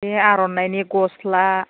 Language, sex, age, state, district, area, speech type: Bodo, female, 30-45, Assam, Baksa, rural, conversation